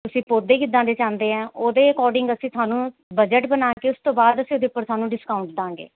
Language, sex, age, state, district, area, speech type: Punjabi, female, 30-45, Punjab, Mohali, urban, conversation